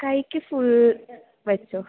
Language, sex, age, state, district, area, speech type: Malayalam, female, 18-30, Kerala, Idukki, rural, conversation